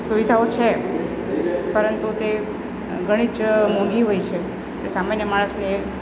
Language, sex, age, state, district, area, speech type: Gujarati, female, 45-60, Gujarat, Valsad, rural, spontaneous